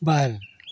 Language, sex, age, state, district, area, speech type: Bodo, male, 60+, Assam, Chirang, rural, read